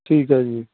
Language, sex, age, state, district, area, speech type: Punjabi, male, 45-60, Punjab, Shaheed Bhagat Singh Nagar, urban, conversation